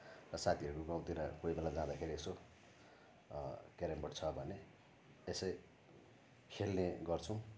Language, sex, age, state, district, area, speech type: Nepali, male, 18-30, West Bengal, Darjeeling, rural, spontaneous